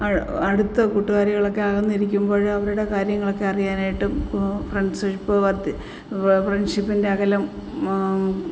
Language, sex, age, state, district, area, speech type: Malayalam, female, 45-60, Kerala, Alappuzha, rural, spontaneous